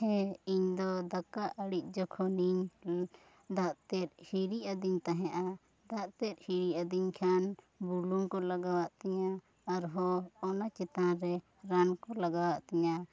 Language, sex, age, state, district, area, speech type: Santali, female, 18-30, West Bengal, Bankura, rural, spontaneous